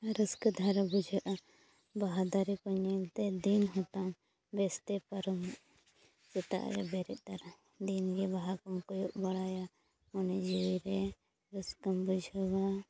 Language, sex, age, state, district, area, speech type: Santali, female, 30-45, Jharkhand, Seraikela Kharsawan, rural, spontaneous